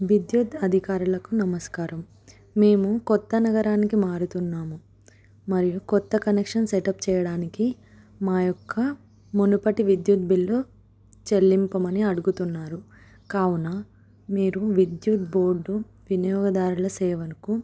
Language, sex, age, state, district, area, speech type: Telugu, female, 18-30, Telangana, Adilabad, urban, spontaneous